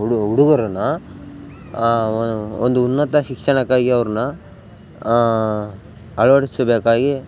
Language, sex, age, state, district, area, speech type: Kannada, male, 18-30, Karnataka, Bellary, rural, spontaneous